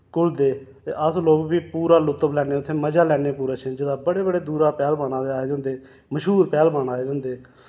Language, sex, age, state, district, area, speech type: Dogri, male, 30-45, Jammu and Kashmir, Reasi, urban, spontaneous